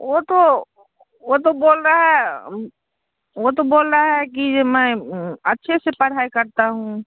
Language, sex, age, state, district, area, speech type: Hindi, female, 45-60, Bihar, Darbhanga, rural, conversation